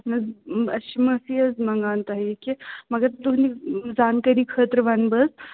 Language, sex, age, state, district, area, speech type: Kashmiri, male, 18-30, Jammu and Kashmir, Srinagar, urban, conversation